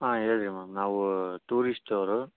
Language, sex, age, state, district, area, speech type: Kannada, male, 30-45, Karnataka, Davanagere, rural, conversation